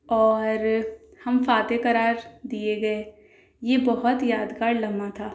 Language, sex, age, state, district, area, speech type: Urdu, female, 18-30, Delhi, South Delhi, urban, spontaneous